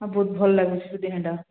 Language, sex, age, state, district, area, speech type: Odia, female, 30-45, Odisha, Sambalpur, rural, conversation